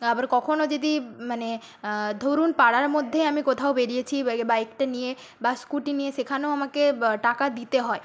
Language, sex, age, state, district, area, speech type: Bengali, female, 30-45, West Bengal, Nadia, rural, spontaneous